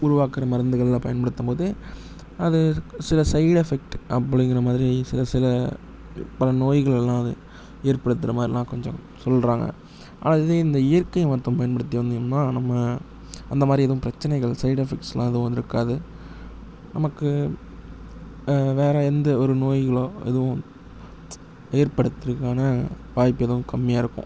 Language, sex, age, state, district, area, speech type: Tamil, male, 18-30, Tamil Nadu, Nagapattinam, rural, spontaneous